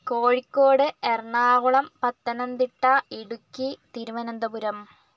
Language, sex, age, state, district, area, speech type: Malayalam, female, 30-45, Kerala, Kozhikode, urban, spontaneous